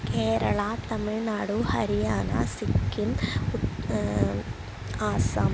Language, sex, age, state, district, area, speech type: Sanskrit, female, 18-30, Kerala, Thrissur, rural, spontaneous